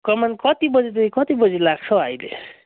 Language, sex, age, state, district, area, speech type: Nepali, male, 18-30, West Bengal, Darjeeling, rural, conversation